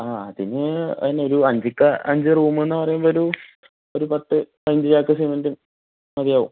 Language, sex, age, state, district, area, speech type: Malayalam, male, 30-45, Kerala, Palakkad, rural, conversation